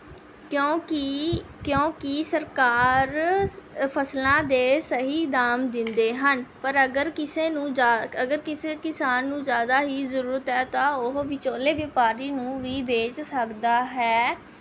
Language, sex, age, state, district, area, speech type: Punjabi, female, 18-30, Punjab, Rupnagar, rural, spontaneous